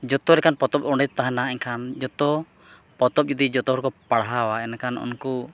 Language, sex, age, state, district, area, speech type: Santali, male, 30-45, Jharkhand, East Singhbhum, rural, spontaneous